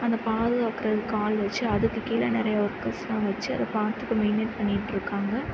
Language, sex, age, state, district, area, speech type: Tamil, female, 18-30, Tamil Nadu, Sivaganga, rural, spontaneous